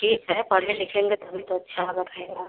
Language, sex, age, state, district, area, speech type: Hindi, female, 45-60, Uttar Pradesh, Prayagraj, rural, conversation